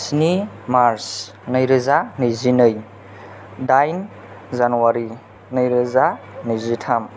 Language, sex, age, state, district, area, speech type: Bodo, male, 18-30, Assam, Chirang, urban, spontaneous